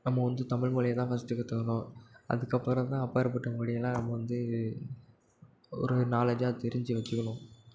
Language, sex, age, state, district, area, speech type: Tamil, male, 18-30, Tamil Nadu, Nagapattinam, rural, spontaneous